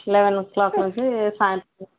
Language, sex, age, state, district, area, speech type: Telugu, female, 18-30, Andhra Pradesh, Kurnool, rural, conversation